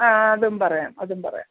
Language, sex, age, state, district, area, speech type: Malayalam, female, 45-60, Kerala, Pathanamthitta, rural, conversation